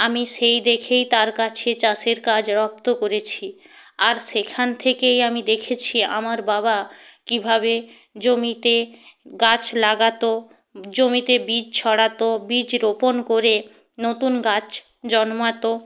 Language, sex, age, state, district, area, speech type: Bengali, female, 45-60, West Bengal, Hooghly, rural, spontaneous